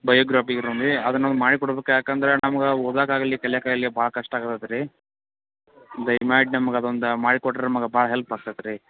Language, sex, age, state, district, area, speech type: Kannada, male, 30-45, Karnataka, Belgaum, rural, conversation